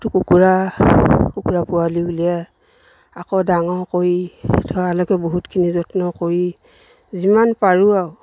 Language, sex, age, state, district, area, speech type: Assamese, female, 60+, Assam, Dibrugarh, rural, spontaneous